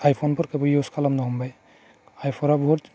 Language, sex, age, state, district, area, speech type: Bodo, male, 18-30, Assam, Udalguri, urban, spontaneous